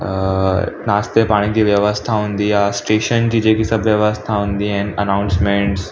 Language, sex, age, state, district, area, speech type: Sindhi, male, 18-30, Gujarat, Surat, urban, spontaneous